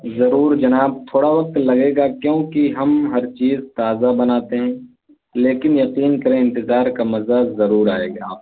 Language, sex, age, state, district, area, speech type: Urdu, male, 18-30, Uttar Pradesh, Balrampur, rural, conversation